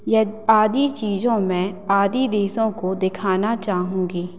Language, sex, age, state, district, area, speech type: Hindi, female, 18-30, Madhya Pradesh, Hoshangabad, rural, spontaneous